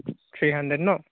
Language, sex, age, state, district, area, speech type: Assamese, male, 18-30, Assam, Charaideo, rural, conversation